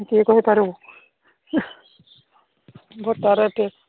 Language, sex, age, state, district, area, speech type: Odia, female, 45-60, Odisha, Angul, rural, conversation